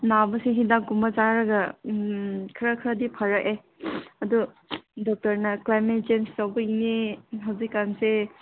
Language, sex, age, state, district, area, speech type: Manipuri, female, 18-30, Manipur, Kangpokpi, urban, conversation